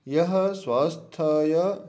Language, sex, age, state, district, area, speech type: Sanskrit, male, 30-45, Karnataka, Dharwad, urban, spontaneous